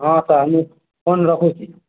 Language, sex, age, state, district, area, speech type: Odia, male, 18-30, Odisha, Balangir, urban, conversation